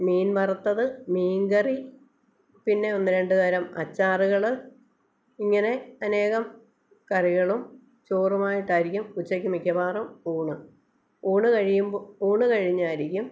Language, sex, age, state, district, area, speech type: Malayalam, female, 45-60, Kerala, Kottayam, rural, spontaneous